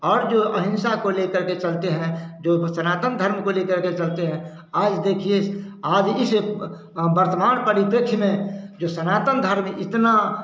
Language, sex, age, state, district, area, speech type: Hindi, male, 60+, Bihar, Samastipur, rural, spontaneous